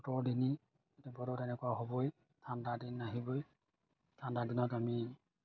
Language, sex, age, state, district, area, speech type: Assamese, male, 30-45, Assam, Majuli, urban, spontaneous